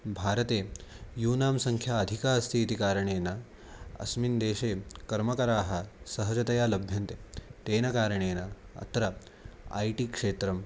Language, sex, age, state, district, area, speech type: Sanskrit, male, 18-30, Maharashtra, Nashik, urban, spontaneous